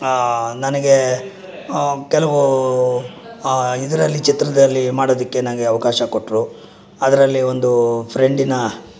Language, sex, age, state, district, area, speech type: Kannada, male, 60+, Karnataka, Bangalore Urban, rural, spontaneous